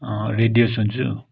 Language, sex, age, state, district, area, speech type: Nepali, male, 30-45, West Bengal, Darjeeling, rural, spontaneous